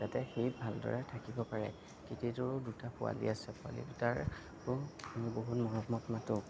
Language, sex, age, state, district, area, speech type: Assamese, male, 30-45, Assam, Darrang, rural, spontaneous